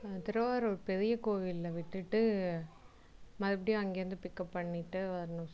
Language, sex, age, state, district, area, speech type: Tamil, female, 45-60, Tamil Nadu, Tiruvarur, rural, spontaneous